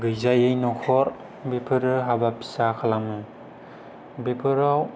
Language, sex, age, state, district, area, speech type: Bodo, male, 18-30, Assam, Kokrajhar, rural, spontaneous